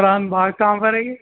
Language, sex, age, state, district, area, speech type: Urdu, male, 18-30, Uttar Pradesh, Rampur, urban, conversation